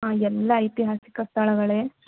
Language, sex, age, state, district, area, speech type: Kannada, female, 18-30, Karnataka, Shimoga, rural, conversation